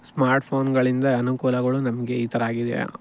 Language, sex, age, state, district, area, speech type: Kannada, male, 18-30, Karnataka, Chikkaballapur, rural, spontaneous